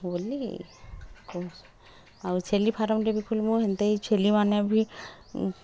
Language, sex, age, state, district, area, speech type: Odia, female, 30-45, Odisha, Bargarh, urban, spontaneous